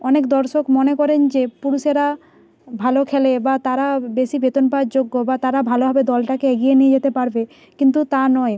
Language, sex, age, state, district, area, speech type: Bengali, female, 30-45, West Bengal, Nadia, urban, spontaneous